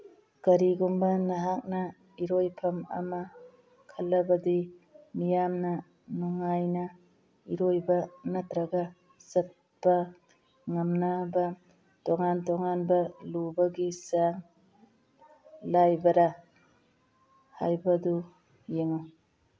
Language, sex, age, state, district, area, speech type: Manipuri, female, 45-60, Manipur, Churachandpur, urban, read